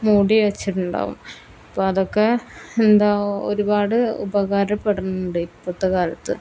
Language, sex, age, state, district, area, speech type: Malayalam, female, 18-30, Kerala, Palakkad, rural, spontaneous